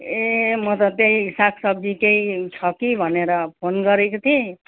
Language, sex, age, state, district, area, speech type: Nepali, female, 60+, West Bengal, Kalimpong, rural, conversation